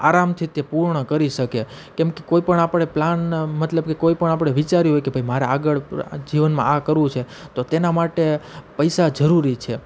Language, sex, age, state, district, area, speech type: Gujarati, male, 30-45, Gujarat, Rajkot, urban, spontaneous